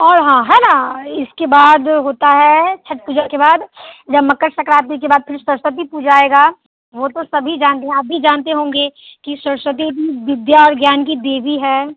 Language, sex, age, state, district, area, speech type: Hindi, female, 18-30, Bihar, Muzaffarpur, urban, conversation